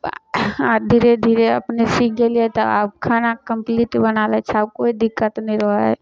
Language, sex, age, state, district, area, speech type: Maithili, female, 18-30, Bihar, Samastipur, rural, spontaneous